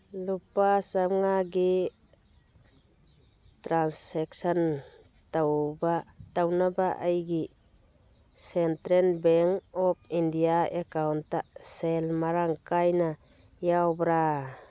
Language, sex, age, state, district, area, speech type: Manipuri, female, 45-60, Manipur, Churachandpur, urban, read